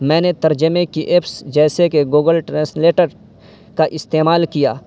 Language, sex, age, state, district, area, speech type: Urdu, male, 18-30, Uttar Pradesh, Saharanpur, urban, spontaneous